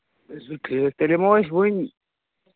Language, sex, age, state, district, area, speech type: Kashmiri, male, 18-30, Jammu and Kashmir, Kulgam, rural, conversation